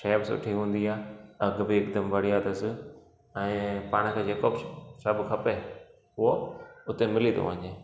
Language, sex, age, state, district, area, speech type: Sindhi, male, 30-45, Gujarat, Junagadh, rural, spontaneous